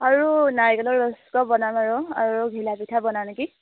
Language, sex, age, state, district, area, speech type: Assamese, female, 18-30, Assam, Jorhat, urban, conversation